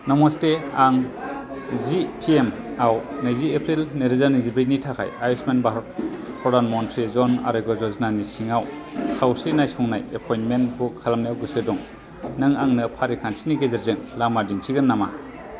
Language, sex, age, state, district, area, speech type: Bodo, male, 30-45, Assam, Kokrajhar, rural, read